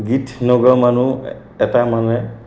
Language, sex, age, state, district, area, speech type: Assamese, male, 60+, Assam, Goalpara, urban, spontaneous